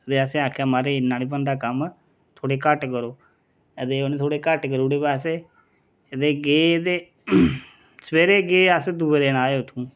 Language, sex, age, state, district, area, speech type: Dogri, male, 30-45, Jammu and Kashmir, Reasi, rural, spontaneous